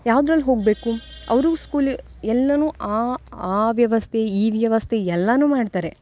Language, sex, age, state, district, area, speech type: Kannada, female, 18-30, Karnataka, Uttara Kannada, rural, spontaneous